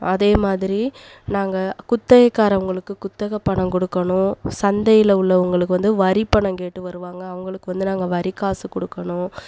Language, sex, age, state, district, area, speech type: Tamil, female, 30-45, Tamil Nadu, Coimbatore, rural, spontaneous